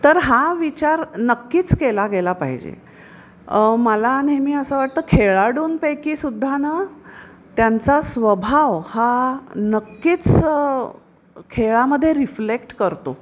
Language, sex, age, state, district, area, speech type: Marathi, female, 45-60, Maharashtra, Pune, urban, spontaneous